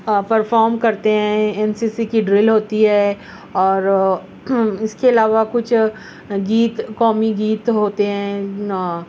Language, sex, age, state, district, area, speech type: Urdu, female, 30-45, Maharashtra, Nashik, urban, spontaneous